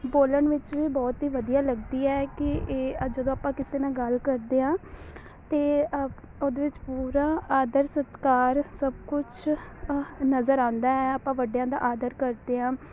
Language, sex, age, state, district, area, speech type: Punjabi, female, 18-30, Punjab, Amritsar, urban, spontaneous